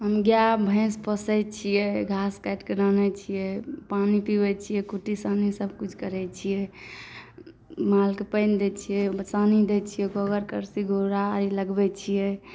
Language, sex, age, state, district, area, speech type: Maithili, female, 18-30, Bihar, Saharsa, rural, spontaneous